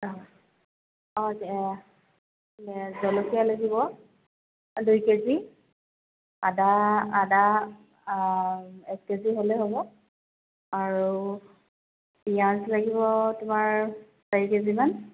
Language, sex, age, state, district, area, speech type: Assamese, female, 45-60, Assam, Dibrugarh, rural, conversation